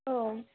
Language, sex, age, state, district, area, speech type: Bodo, female, 18-30, Assam, Kokrajhar, rural, conversation